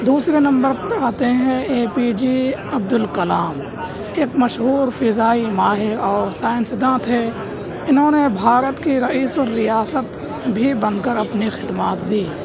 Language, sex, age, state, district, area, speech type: Urdu, male, 18-30, Delhi, South Delhi, urban, spontaneous